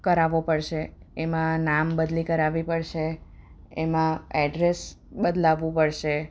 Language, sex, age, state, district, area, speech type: Gujarati, female, 30-45, Gujarat, Kheda, urban, spontaneous